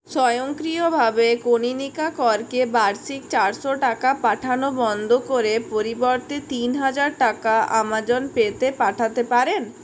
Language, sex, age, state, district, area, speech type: Bengali, female, 60+, West Bengal, Purulia, urban, read